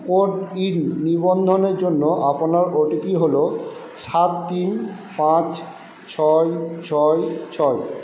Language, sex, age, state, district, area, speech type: Bengali, male, 30-45, West Bengal, Purba Bardhaman, urban, read